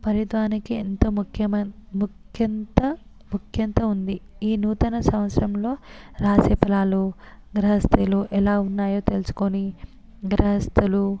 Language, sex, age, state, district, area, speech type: Telugu, female, 18-30, Telangana, Hyderabad, urban, spontaneous